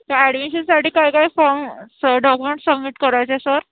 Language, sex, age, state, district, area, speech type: Marathi, female, 30-45, Maharashtra, Nagpur, urban, conversation